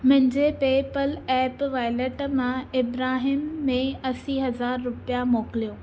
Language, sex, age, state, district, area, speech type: Sindhi, female, 18-30, Maharashtra, Thane, urban, read